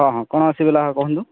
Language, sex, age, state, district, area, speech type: Odia, male, 18-30, Odisha, Balangir, urban, conversation